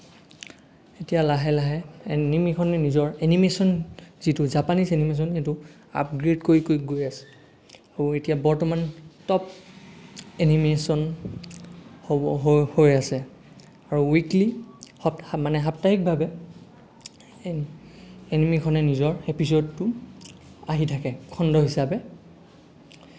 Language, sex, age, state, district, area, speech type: Assamese, male, 18-30, Assam, Lakhimpur, rural, spontaneous